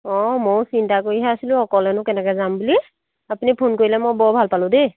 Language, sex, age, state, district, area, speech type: Assamese, female, 30-45, Assam, Jorhat, urban, conversation